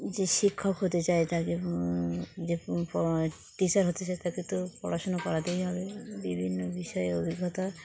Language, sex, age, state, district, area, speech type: Bengali, female, 45-60, West Bengal, Dakshin Dinajpur, urban, spontaneous